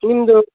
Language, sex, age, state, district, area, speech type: Kannada, male, 30-45, Karnataka, Uttara Kannada, rural, conversation